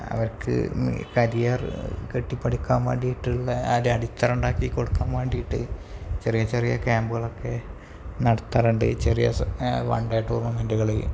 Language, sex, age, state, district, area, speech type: Malayalam, male, 30-45, Kerala, Malappuram, rural, spontaneous